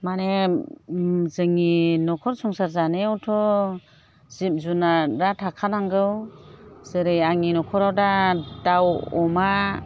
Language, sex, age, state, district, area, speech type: Bodo, female, 60+, Assam, Chirang, rural, spontaneous